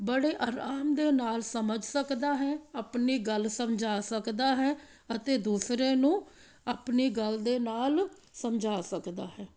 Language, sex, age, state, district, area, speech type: Punjabi, female, 45-60, Punjab, Amritsar, urban, spontaneous